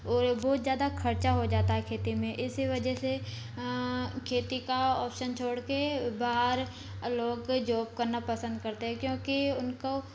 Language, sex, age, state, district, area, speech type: Hindi, female, 18-30, Madhya Pradesh, Ujjain, rural, spontaneous